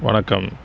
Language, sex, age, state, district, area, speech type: Tamil, male, 30-45, Tamil Nadu, Pudukkottai, rural, spontaneous